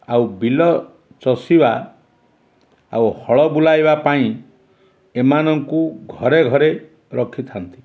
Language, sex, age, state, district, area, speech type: Odia, male, 60+, Odisha, Ganjam, urban, spontaneous